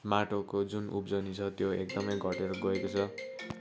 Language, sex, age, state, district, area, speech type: Nepali, male, 30-45, West Bengal, Kalimpong, rural, spontaneous